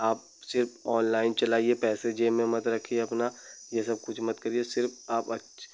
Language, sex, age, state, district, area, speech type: Hindi, male, 18-30, Uttar Pradesh, Pratapgarh, rural, spontaneous